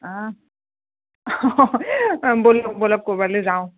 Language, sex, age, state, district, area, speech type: Assamese, female, 45-60, Assam, Dibrugarh, rural, conversation